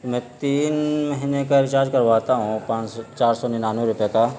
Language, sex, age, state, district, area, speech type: Urdu, male, 45-60, Bihar, Gaya, urban, spontaneous